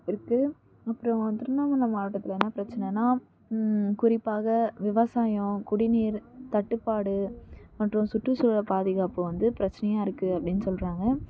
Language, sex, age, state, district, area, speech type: Tamil, female, 18-30, Tamil Nadu, Tiruvannamalai, rural, spontaneous